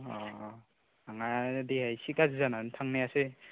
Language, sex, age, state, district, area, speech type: Bodo, male, 18-30, Assam, Baksa, rural, conversation